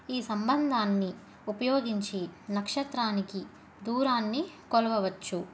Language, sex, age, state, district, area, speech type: Telugu, female, 30-45, Andhra Pradesh, Krishna, urban, spontaneous